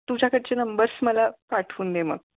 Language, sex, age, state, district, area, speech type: Marathi, female, 30-45, Maharashtra, Kolhapur, rural, conversation